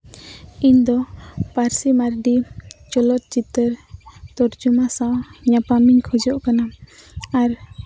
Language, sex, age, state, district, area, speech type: Santali, female, 18-30, Jharkhand, Seraikela Kharsawan, rural, spontaneous